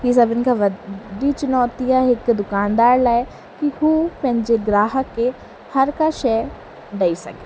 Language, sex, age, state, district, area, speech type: Sindhi, female, 18-30, Rajasthan, Ajmer, urban, spontaneous